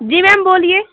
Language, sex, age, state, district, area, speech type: Hindi, female, 18-30, Madhya Pradesh, Seoni, urban, conversation